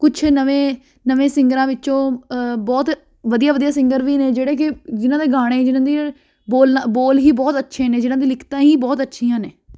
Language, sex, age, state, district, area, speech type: Punjabi, female, 18-30, Punjab, Ludhiana, urban, spontaneous